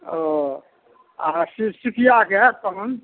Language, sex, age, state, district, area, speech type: Maithili, male, 60+, Bihar, Samastipur, rural, conversation